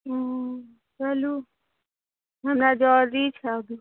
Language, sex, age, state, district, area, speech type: Maithili, female, 30-45, Bihar, Araria, rural, conversation